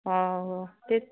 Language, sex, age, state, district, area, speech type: Odia, female, 45-60, Odisha, Angul, rural, conversation